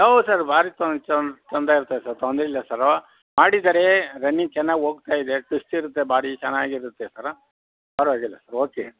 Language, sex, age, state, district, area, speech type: Kannada, male, 60+, Karnataka, Kodagu, rural, conversation